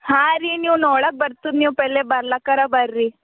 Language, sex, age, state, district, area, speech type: Kannada, female, 18-30, Karnataka, Bidar, urban, conversation